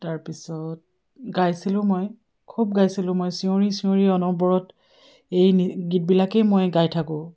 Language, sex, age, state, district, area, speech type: Assamese, female, 45-60, Assam, Dibrugarh, rural, spontaneous